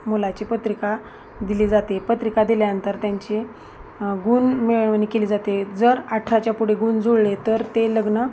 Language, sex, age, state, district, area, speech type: Marathi, female, 30-45, Maharashtra, Osmanabad, rural, spontaneous